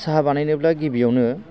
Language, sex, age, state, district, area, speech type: Bodo, male, 30-45, Assam, Baksa, rural, spontaneous